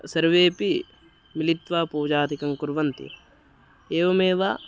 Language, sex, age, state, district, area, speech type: Sanskrit, male, 18-30, Karnataka, Uttara Kannada, rural, spontaneous